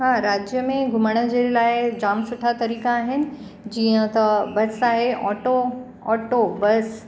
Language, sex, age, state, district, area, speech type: Sindhi, female, 45-60, Maharashtra, Mumbai Suburban, urban, spontaneous